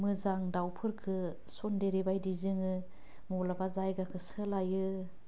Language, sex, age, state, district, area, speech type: Bodo, female, 30-45, Assam, Udalguri, urban, spontaneous